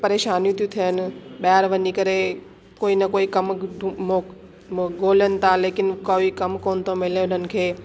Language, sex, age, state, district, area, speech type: Sindhi, female, 30-45, Delhi, South Delhi, urban, spontaneous